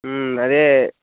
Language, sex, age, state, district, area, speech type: Telugu, male, 18-30, Andhra Pradesh, Visakhapatnam, rural, conversation